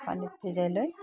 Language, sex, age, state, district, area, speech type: Assamese, female, 60+, Assam, Udalguri, rural, spontaneous